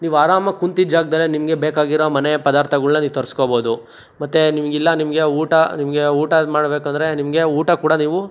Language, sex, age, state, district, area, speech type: Kannada, male, 60+, Karnataka, Tumkur, rural, spontaneous